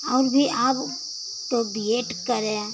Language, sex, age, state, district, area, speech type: Hindi, female, 60+, Uttar Pradesh, Pratapgarh, rural, spontaneous